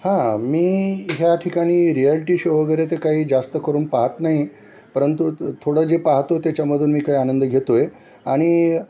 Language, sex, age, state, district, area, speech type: Marathi, male, 60+, Maharashtra, Nanded, urban, spontaneous